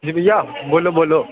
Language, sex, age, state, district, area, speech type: Dogri, male, 18-30, Jammu and Kashmir, Udhampur, rural, conversation